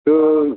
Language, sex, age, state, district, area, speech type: Kashmiri, male, 30-45, Jammu and Kashmir, Bandipora, rural, conversation